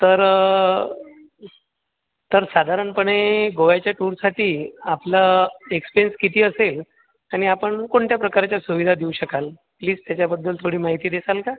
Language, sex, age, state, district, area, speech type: Marathi, male, 45-60, Maharashtra, Buldhana, urban, conversation